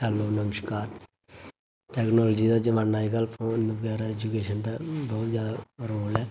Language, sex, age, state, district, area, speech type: Dogri, male, 30-45, Jammu and Kashmir, Reasi, urban, spontaneous